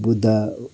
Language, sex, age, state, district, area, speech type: Nepali, male, 60+, West Bengal, Kalimpong, rural, spontaneous